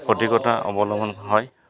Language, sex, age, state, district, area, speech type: Assamese, male, 45-60, Assam, Goalpara, urban, spontaneous